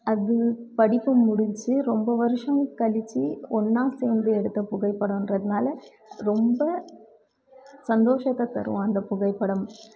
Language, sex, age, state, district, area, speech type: Tamil, female, 18-30, Tamil Nadu, Krishnagiri, rural, spontaneous